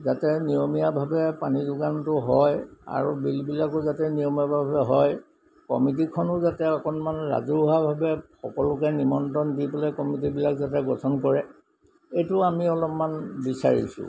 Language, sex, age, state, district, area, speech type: Assamese, male, 60+, Assam, Golaghat, urban, spontaneous